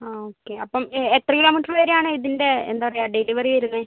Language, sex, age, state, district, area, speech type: Malayalam, female, 60+, Kerala, Kozhikode, urban, conversation